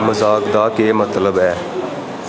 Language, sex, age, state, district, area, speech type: Dogri, male, 18-30, Jammu and Kashmir, Reasi, rural, read